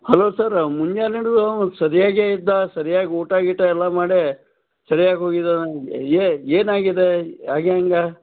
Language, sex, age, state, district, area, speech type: Kannada, male, 60+, Karnataka, Gulbarga, urban, conversation